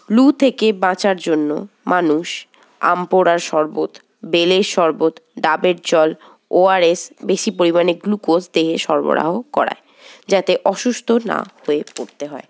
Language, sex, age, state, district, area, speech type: Bengali, female, 18-30, West Bengal, Paschim Bardhaman, urban, spontaneous